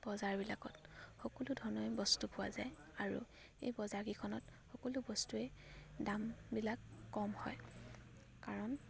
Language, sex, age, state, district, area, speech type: Assamese, female, 18-30, Assam, Charaideo, rural, spontaneous